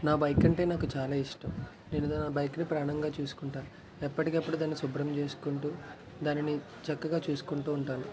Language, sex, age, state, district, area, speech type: Telugu, male, 18-30, Andhra Pradesh, West Godavari, rural, spontaneous